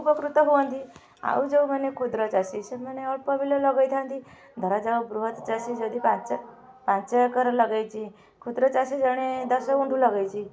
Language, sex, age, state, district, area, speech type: Odia, female, 45-60, Odisha, Kendujhar, urban, spontaneous